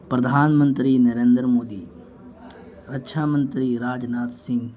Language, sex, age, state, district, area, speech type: Urdu, male, 18-30, Bihar, Gaya, urban, spontaneous